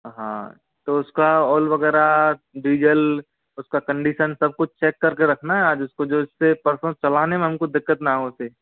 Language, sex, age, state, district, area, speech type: Hindi, male, 18-30, Rajasthan, Karauli, rural, conversation